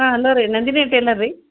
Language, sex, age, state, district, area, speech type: Kannada, female, 45-60, Karnataka, Gulbarga, urban, conversation